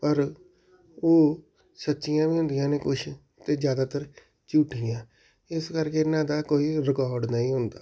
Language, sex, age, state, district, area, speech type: Punjabi, male, 45-60, Punjab, Tarn Taran, urban, spontaneous